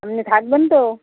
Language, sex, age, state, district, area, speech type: Bengali, female, 45-60, West Bengal, Uttar Dinajpur, urban, conversation